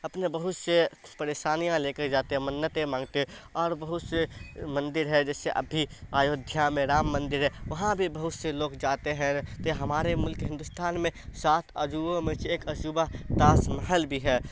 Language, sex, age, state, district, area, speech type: Urdu, male, 18-30, Bihar, Saharsa, rural, spontaneous